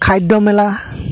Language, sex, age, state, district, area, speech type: Assamese, male, 30-45, Assam, Charaideo, rural, spontaneous